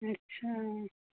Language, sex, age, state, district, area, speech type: Hindi, female, 45-60, Madhya Pradesh, Ujjain, urban, conversation